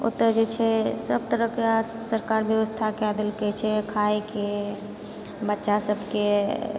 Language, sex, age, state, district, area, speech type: Maithili, female, 30-45, Bihar, Purnia, urban, spontaneous